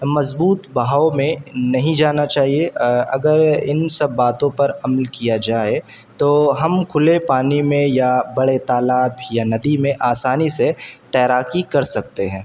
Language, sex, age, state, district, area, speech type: Urdu, male, 18-30, Uttar Pradesh, Shahjahanpur, urban, spontaneous